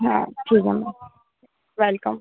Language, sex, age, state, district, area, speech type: Hindi, female, 18-30, Madhya Pradesh, Hoshangabad, urban, conversation